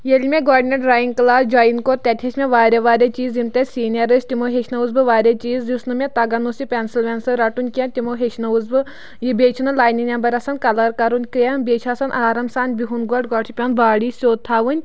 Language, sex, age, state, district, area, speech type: Kashmiri, female, 30-45, Jammu and Kashmir, Kulgam, rural, spontaneous